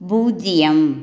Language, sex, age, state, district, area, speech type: Tamil, female, 60+, Tamil Nadu, Tiruchirappalli, urban, read